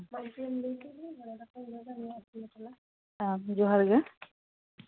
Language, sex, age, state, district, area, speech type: Santali, female, 30-45, West Bengal, Paschim Bardhaman, rural, conversation